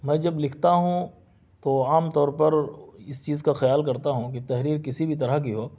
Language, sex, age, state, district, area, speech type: Urdu, male, 30-45, Delhi, South Delhi, urban, spontaneous